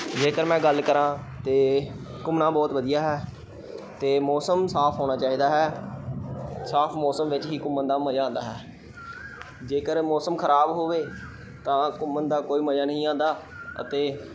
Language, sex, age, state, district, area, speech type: Punjabi, male, 18-30, Punjab, Pathankot, urban, spontaneous